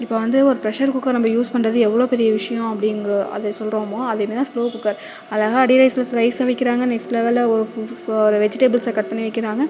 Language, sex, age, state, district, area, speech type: Tamil, female, 18-30, Tamil Nadu, Thanjavur, urban, spontaneous